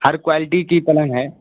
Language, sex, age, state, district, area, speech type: Urdu, male, 18-30, Bihar, Purnia, rural, conversation